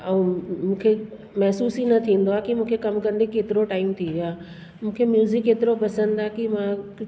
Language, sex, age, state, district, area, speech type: Sindhi, female, 45-60, Delhi, South Delhi, urban, spontaneous